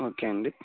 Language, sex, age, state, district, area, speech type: Telugu, male, 30-45, Andhra Pradesh, Vizianagaram, rural, conversation